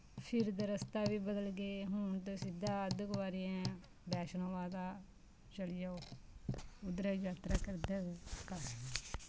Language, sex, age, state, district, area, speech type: Dogri, female, 45-60, Jammu and Kashmir, Kathua, rural, spontaneous